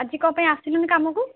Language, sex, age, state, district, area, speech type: Odia, female, 45-60, Odisha, Bhadrak, rural, conversation